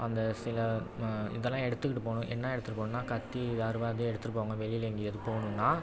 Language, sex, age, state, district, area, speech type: Tamil, male, 30-45, Tamil Nadu, Thanjavur, urban, spontaneous